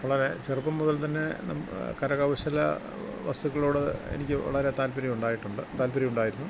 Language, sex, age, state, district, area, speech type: Malayalam, male, 60+, Kerala, Kottayam, rural, spontaneous